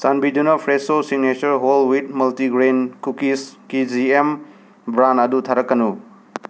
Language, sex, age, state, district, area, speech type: Manipuri, male, 18-30, Manipur, Imphal West, urban, read